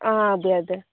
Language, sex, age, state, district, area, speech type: Malayalam, female, 18-30, Kerala, Palakkad, rural, conversation